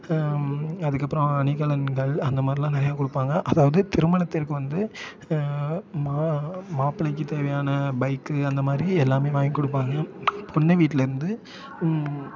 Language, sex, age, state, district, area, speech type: Tamil, male, 18-30, Tamil Nadu, Thanjavur, urban, spontaneous